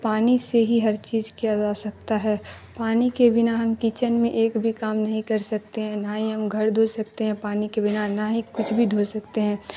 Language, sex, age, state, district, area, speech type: Urdu, female, 30-45, Bihar, Darbhanga, rural, spontaneous